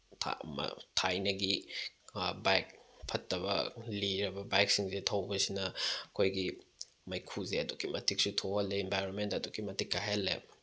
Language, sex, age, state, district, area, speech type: Manipuri, male, 18-30, Manipur, Bishnupur, rural, spontaneous